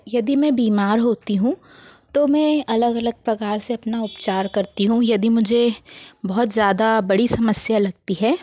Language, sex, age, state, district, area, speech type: Hindi, female, 60+, Madhya Pradesh, Bhopal, urban, spontaneous